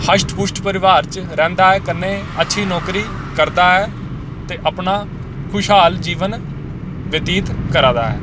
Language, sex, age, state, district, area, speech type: Dogri, male, 18-30, Jammu and Kashmir, Kathua, rural, spontaneous